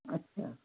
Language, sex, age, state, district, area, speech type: Sindhi, female, 60+, Gujarat, Kutch, rural, conversation